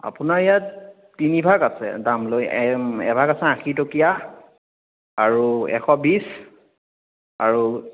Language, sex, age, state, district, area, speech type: Assamese, male, 18-30, Assam, Biswanath, rural, conversation